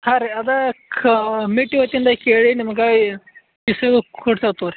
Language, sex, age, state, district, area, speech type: Kannada, male, 45-60, Karnataka, Belgaum, rural, conversation